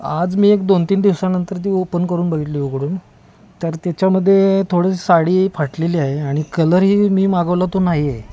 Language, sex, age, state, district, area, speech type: Marathi, male, 30-45, Maharashtra, Kolhapur, urban, spontaneous